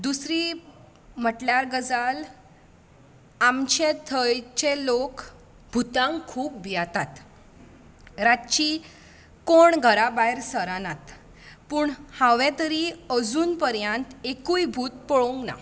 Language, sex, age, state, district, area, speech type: Goan Konkani, female, 18-30, Goa, Bardez, urban, spontaneous